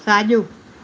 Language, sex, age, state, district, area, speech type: Sindhi, female, 45-60, Maharashtra, Thane, urban, read